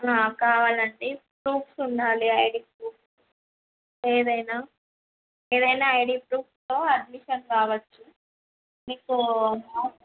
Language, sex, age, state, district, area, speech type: Telugu, female, 18-30, Andhra Pradesh, Visakhapatnam, urban, conversation